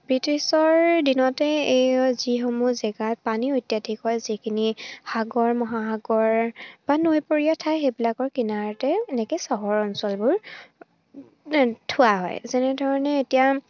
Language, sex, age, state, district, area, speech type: Assamese, female, 18-30, Assam, Charaideo, rural, spontaneous